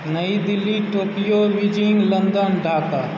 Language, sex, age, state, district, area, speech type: Maithili, male, 18-30, Bihar, Supaul, rural, spontaneous